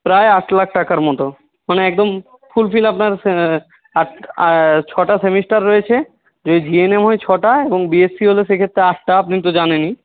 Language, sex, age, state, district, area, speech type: Bengali, male, 45-60, West Bengal, Jhargram, rural, conversation